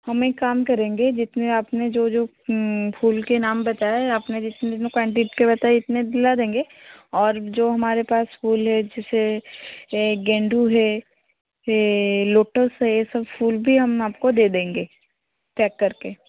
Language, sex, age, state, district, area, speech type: Hindi, female, 18-30, Rajasthan, Jodhpur, rural, conversation